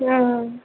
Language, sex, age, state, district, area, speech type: Assamese, female, 30-45, Assam, Nalbari, rural, conversation